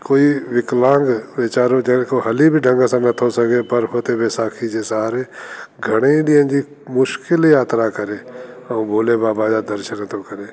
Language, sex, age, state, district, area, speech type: Sindhi, male, 60+, Delhi, South Delhi, urban, spontaneous